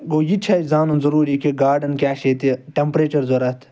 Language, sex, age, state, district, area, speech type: Kashmiri, male, 45-60, Jammu and Kashmir, Ganderbal, urban, spontaneous